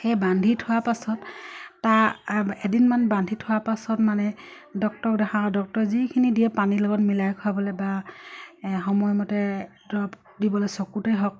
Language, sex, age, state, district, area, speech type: Assamese, female, 30-45, Assam, Dibrugarh, rural, spontaneous